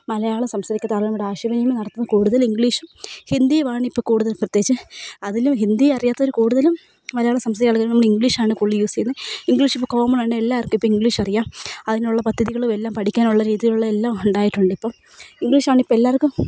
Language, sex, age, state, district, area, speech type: Malayalam, female, 18-30, Kerala, Kozhikode, rural, spontaneous